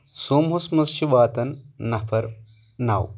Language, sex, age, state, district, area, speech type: Kashmiri, male, 18-30, Jammu and Kashmir, Anantnag, urban, spontaneous